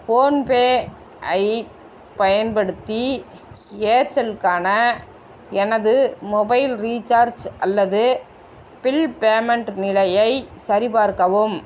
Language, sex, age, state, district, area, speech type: Tamil, female, 60+, Tamil Nadu, Tiruppur, rural, read